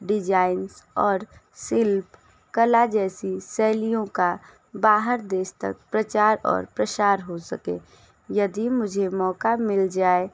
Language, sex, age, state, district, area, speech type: Hindi, female, 18-30, Uttar Pradesh, Sonbhadra, rural, spontaneous